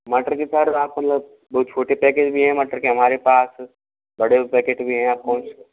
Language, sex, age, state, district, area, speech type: Hindi, male, 60+, Rajasthan, Karauli, rural, conversation